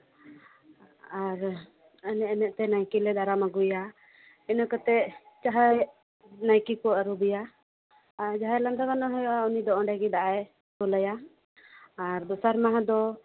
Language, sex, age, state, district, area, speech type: Santali, female, 18-30, West Bengal, Paschim Bardhaman, rural, conversation